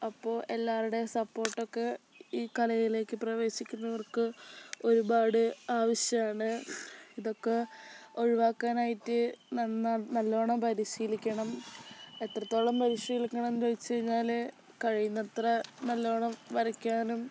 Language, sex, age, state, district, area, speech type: Malayalam, female, 18-30, Kerala, Wayanad, rural, spontaneous